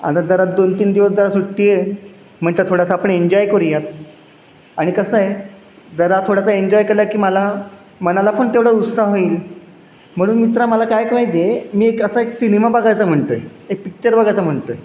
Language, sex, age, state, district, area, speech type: Marathi, male, 30-45, Maharashtra, Satara, urban, spontaneous